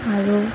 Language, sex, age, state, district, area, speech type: Assamese, female, 30-45, Assam, Darrang, rural, spontaneous